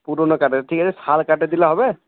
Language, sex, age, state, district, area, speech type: Bengali, male, 45-60, West Bengal, Purba Bardhaman, rural, conversation